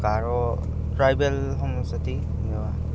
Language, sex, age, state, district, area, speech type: Assamese, male, 18-30, Assam, Goalpara, rural, spontaneous